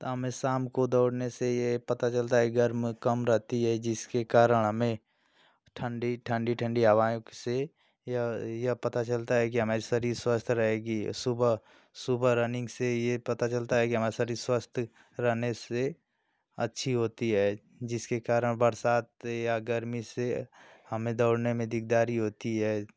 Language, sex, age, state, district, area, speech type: Hindi, male, 30-45, Uttar Pradesh, Ghazipur, rural, spontaneous